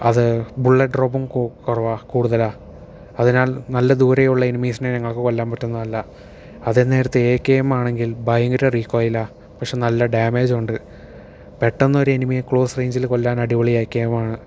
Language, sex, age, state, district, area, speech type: Malayalam, male, 18-30, Kerala, Thiruvananthapuram, urban, spontaneous